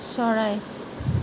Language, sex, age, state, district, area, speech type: Assamese, female, 30-45, Assam, Nalbari, rural, read